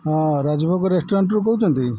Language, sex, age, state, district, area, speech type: Odia, male, 45-60, Odisha, Jagatsinghpur, urban, spontaneous